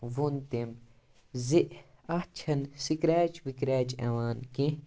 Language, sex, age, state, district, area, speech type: Kashmiri, male, 45-60, Jammu and Kashmir, Baramulla, rural, spontaneous